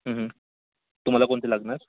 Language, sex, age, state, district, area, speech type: Marathi, male, 30-45, Maharashtra, Yavatmal, urban, conversation